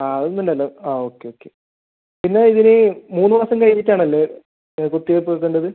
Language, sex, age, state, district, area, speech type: Malayalam, male, 18-30, Kerala, Kasaragod, rural, conversation